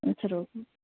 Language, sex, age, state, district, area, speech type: Tamil, female, 30-45, Tamil Nadu, Tiruchirappalli, rural, conversation